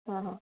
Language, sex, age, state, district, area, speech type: Marathi, female, 30-45, Maharashtra, Akola, urban, conversation